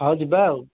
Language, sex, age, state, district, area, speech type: Odia, male, 18-30, Odisha, Dhenkanal, rural, conversation